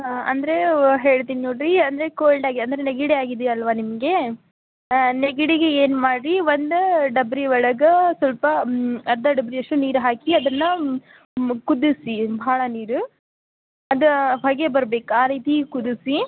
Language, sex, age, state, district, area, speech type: Kannada, female, 18-30, Karnataka, Gadag, rural, conversation